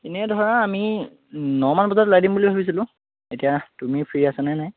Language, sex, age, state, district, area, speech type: Assamese, male, 18-30, Assam, Dhemaji, urban, conversation